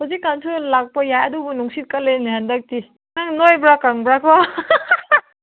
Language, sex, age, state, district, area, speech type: Manipuri, female, 18-30, Manipur, Kangpokpi, urban, conversation